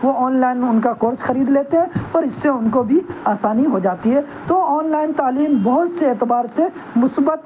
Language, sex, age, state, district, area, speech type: Urdu, male, 18-30, Delhi, North West Delhi, urban, spontaneous